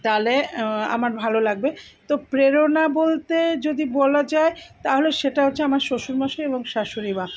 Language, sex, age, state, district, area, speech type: Bengali, female, 60+, West Bengal, Purba Bardhaman, urban, spontaneous